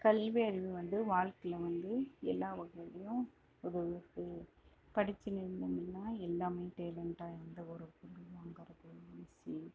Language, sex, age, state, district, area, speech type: Tamil, female, 45-60, Tamil Nadu, Dharmapuri, rural, spontaneous